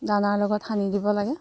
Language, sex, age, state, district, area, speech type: Assamese, female, 30-45, Assam, Charaideo, rural, spontaneous